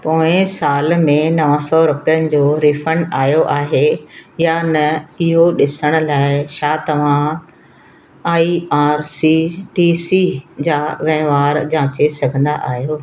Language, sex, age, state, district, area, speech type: Sindhi, female, 60+, Madhya Pradesh, Katni, urban, read